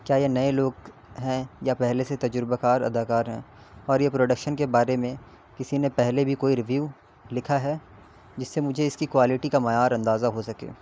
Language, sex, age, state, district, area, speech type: Urdu, male, 18-30, Delhi, North East Delhi, urban, spontaneous